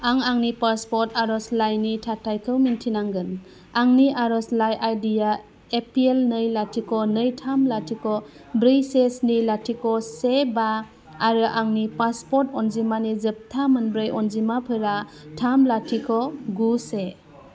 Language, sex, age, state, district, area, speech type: Bodo, female, 30-45, Assam, Udalguri, rural, read